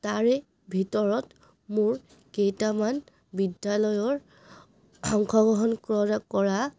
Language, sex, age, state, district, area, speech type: Assamese, female, 30-45, Assam, Charaideo, urban, spontaneous